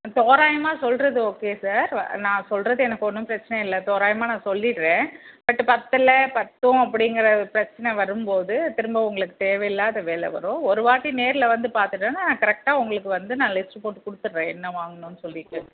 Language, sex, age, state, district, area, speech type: Tamil, female, 30-45, Tamil Nadu, Krishnagiri, rural, conversation